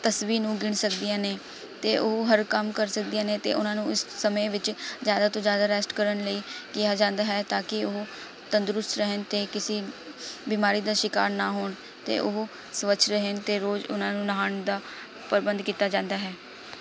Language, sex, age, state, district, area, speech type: Punjabi, female, 18-30, Punjab, Shaheed Bhagat Singh Nagar, rural, spontaneous